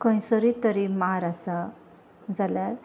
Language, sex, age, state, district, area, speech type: Goan Konkani, female, 30-45, Goa, Salcete, rural, spontaneous